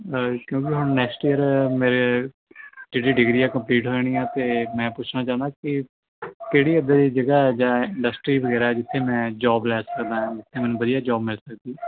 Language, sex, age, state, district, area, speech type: Punjabi, male, 18-30, Punjab, Hoshiarpur, urban, conversation